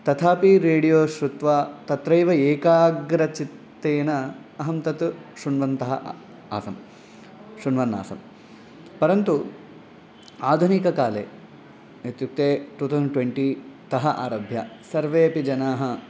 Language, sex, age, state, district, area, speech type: Sanskrit, male, 18-30, Telangana, Medchal, rural, spontaneous